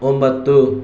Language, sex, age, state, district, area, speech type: Kannada, male, 18-30, Karnataka, Shimoga, rural, read